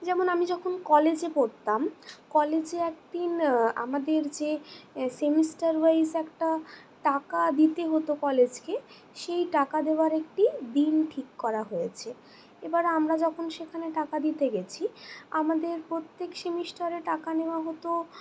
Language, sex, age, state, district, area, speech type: Bengali, female, 60+, West Bengal, Purulia, urban, spontaneous